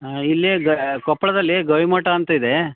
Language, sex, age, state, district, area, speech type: Kannada, male, 60+, Karnataka, Koppal, rural, conversation